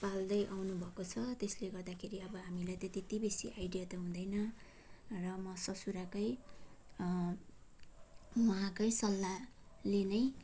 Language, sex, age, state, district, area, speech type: Nepali, female, 30-45, West Bengal, Jalpaiguri, urban, spontaneous